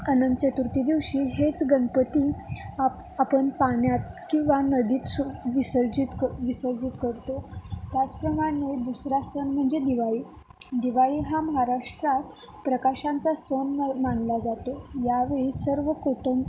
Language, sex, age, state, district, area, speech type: Marathi, female, 18-30, Maharashtra, Sangli, urban, spontaneous